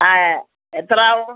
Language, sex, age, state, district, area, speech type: Malayalam, female, 45-60, Kerala, Kollam, rural, conversation